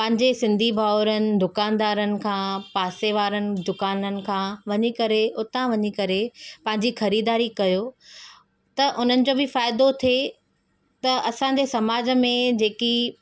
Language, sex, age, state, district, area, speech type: Sindhi, female, 30-45, Maharashtra, Thane, urban, spontaneous